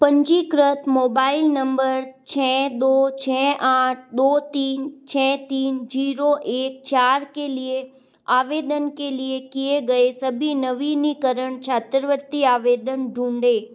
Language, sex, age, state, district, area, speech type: Hindi, female, 30-45, Rajasthan, Jodhpur, urban, read